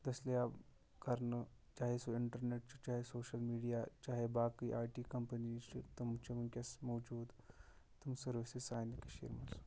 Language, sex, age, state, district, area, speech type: Kashmiri, male, 18-30, Jammu and Kashmir, Shopian, urban, spontaneous